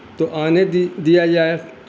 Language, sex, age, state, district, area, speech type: Urdu, male, 60+, Bihar, Gaya, rural, spontaneous